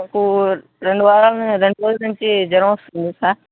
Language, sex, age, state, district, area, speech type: Telugu, male, 18-30, Telangana, Nalgonda, rural, conversation